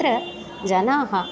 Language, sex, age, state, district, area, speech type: Sanskrit, female, 30-45, Kerala, Ernakulam, urban, spontaneous